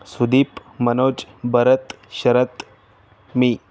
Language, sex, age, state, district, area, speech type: Kannada, male, 18-30, Karnataka, Davanagere, rural, spontaneous